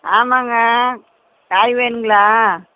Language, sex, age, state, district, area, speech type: Tamil, female, 60+, Tamil Nadu, Erode, urban, conversation